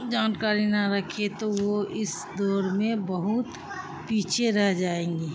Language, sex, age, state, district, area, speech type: Urdu, female, 60+, Bihar, Khagaria, rural, spontaneous